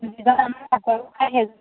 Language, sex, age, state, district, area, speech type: Assamese, female, 18-30, Assam, Majuli, urban, conversation